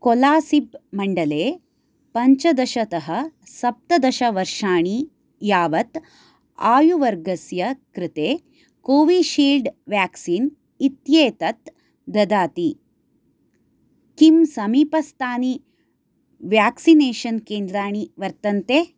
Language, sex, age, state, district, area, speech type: Sanskrit, female, 30-45, Karnataka, Chikkamagaluru, rural, read